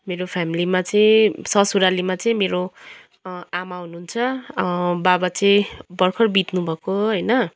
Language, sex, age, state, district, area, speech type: Nepali, female, 30-45, West Bengal, Kalimpong, rural, spontaneous